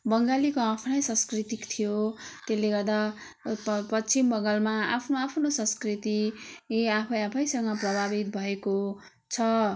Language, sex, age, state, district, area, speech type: Nepali, female, 30-45, West Bengal, Darjeeling, rural, spontaneous